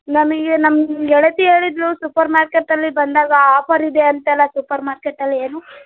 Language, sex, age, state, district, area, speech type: Kannada, female, 18-30, Karnataka, Vijayanagara, rural, conversation